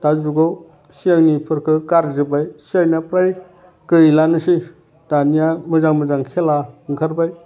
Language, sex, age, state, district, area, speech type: Bodo, male, 60+, Assam, Udalguri, rural, spontaneous